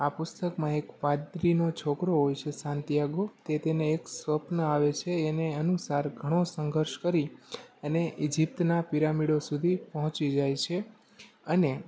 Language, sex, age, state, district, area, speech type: Gujarati, male, 18-30, Gujarat, Rajkot, urban, spontaneous